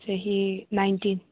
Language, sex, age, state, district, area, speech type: Manipuri, female, 18-30, Manipur, Senapati, urban, conversation